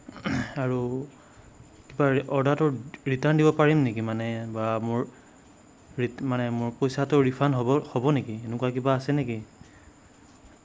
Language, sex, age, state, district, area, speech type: Assamese, male, 18-30, Assam, Darrang, rural, spontaneous